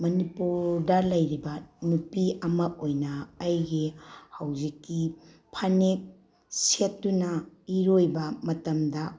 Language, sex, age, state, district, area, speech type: Manipuri, female, 45-60, Manipur, Bishnupur, rural, spontaneous